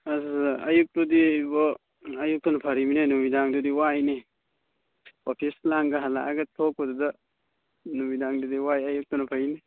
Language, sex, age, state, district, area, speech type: Manipuri, male, 18-30, Manipur, Kangpokpi, urban, conversation